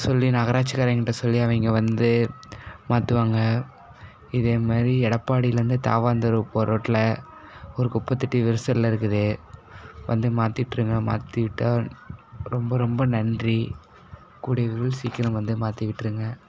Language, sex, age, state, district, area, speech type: Tamil, male, 18-30, Tamil Nadu, Salem, rural, spontaneous